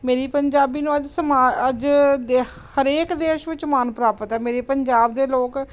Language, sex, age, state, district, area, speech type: Punjabi, female, 30-45, Punjab, Gurdaspur, rural, spontaneous